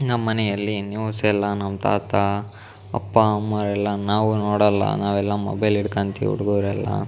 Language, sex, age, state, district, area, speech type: Kannada, male, 18-30, Karnataka, Chitradurga, rural, spontaneous